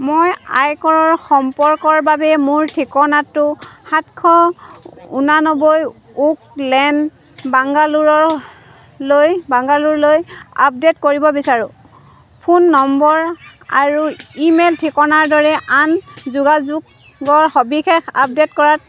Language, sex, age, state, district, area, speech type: Assamese, female, 45-60, Assam, Dibrugarh, rural, read